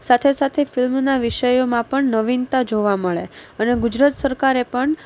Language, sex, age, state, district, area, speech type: Gujarati, female, 18-30, Gujarat, Junagadh, urban, spontaneous